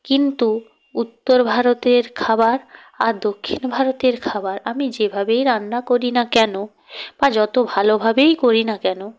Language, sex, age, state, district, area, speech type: Bengali, female, 45-60, West Bengal, Purba Medinipur, rural, spontaneous